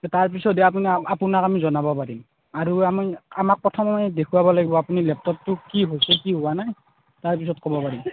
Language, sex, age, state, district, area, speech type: Assamese, male, 18-30, Assam, Nalbari, rural, conversation